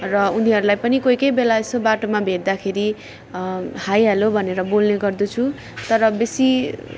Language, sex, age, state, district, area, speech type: Nepali, female, 45-60, West Bengal, Darjeeling, rural, spontaneous